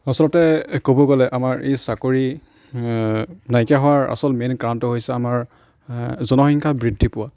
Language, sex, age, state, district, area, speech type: Assamese, male, 45-60, Assam, Darrang, rural, spontaneous